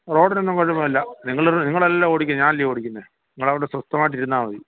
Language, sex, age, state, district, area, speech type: Malayalam, male, 60+, Kerala, Kollam, rural, conversation